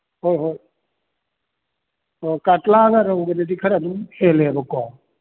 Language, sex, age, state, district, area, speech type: Manipuri, male, 60+, Manipur, Thoubal, rural, conversation